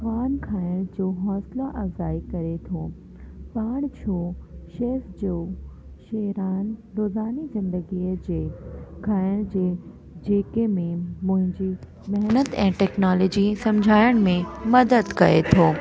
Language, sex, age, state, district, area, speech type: Sindhi, female, 18-30, Delhi, South Delhi, urban, spontaneous